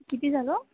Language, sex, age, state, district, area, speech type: Marathi, female, 18-30, Maharashtra, Amravati, urban, conversation